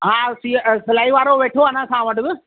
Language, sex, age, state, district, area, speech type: Sindhi, male, 60+, Delhi, South Delhi, urban, conversation